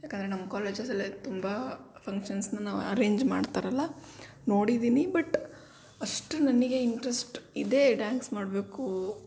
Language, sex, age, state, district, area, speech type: Kannada, female, 18-30, Karnataka, Davanagere, rural, spontaneous